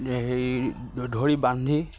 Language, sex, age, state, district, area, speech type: Assamese, male, 30-45, Assam, Majuli, urban, spontaneous